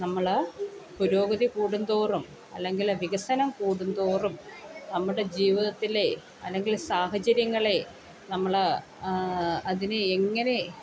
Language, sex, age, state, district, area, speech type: Malayalam, female, 30-45, Kerala, Kollam, rural, spontaneous